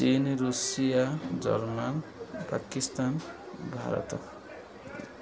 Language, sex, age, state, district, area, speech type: Odia, male, 45-60, Odisha, Koraput, urban, spontaneous